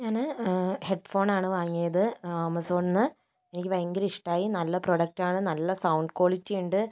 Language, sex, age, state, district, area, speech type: Malayalam, female, 30-45, Kerala, Kozhikode, urban, spontaneous